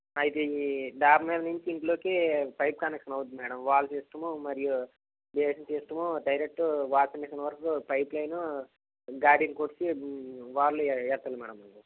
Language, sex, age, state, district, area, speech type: Telugu, male, 30-45, Andhra Pradesh, Srikakulam, urban, conversation